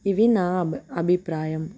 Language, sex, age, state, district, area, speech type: Telugu, female, 18-30, Telangana, Adilabad, urban, spontaneous